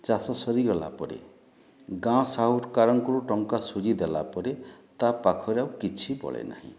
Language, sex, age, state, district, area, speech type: Odia, male, 45-60, Odisha, Boudh, rural, spontaneous